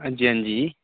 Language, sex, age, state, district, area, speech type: Dogri, male, 18-30, Jammu and Kashmir, Udhampur, urban, conversation